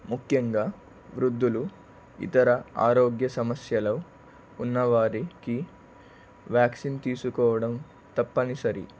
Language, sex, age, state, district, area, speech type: Telugu, male, 18-30, Andhra Pradesh, Palnadu, rural, spontaneous